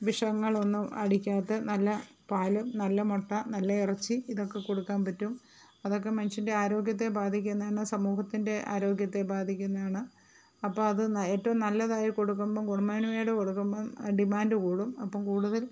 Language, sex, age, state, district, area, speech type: Malayalam, female, 45-60, Kerala, Thiruvananthapuram, urban, spontaneous